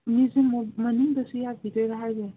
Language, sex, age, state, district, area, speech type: Manipuri, female, 18-30, Manipur, Senapati, urban, conversation